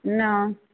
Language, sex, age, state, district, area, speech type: Maithili, female, 30-45, Bihar, Samastipur, rural, conversation